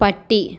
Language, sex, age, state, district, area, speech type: Malayalam, female, 45-60, Kerala, Kozhikode, urban, read